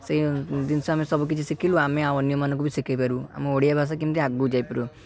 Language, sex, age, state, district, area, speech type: Odia, male, 18-30, Odisha, Cuttack, urban, spontaneous